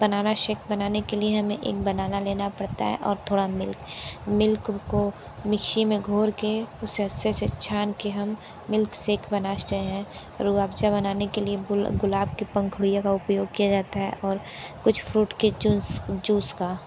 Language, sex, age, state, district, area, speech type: Hindi, female, 30-45, Uttar Pradesh, Sonbhadra, rural, spontaneous